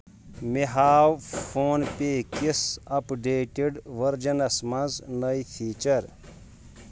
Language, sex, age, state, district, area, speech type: Kashmiri, male, 30-45, Jammu and Kashmir, Shopian, rural, read